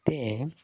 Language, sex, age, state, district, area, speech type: Sanskrit, male, 18-30, Karnataka, Haveri, urban, spontaneous